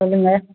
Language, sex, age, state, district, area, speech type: Tamil, female, 60+, Tamil Nadu, Vellore, rural, conversation